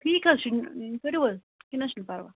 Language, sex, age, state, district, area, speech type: Kashmiri, female, 30-45, Jammu and Kashmir, Kupwara, rural, conversation